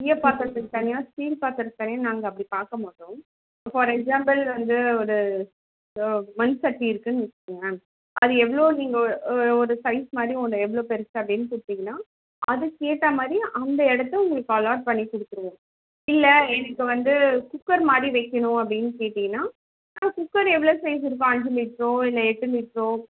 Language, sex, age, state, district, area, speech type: Tamil, female, 30-45, Tamil Nadu, Kanchipuram, urban, conversation